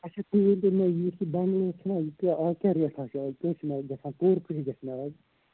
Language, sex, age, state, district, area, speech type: Kashmiri, male, 18-30, Jammu and Kashmir, Srinagar, urban, conversation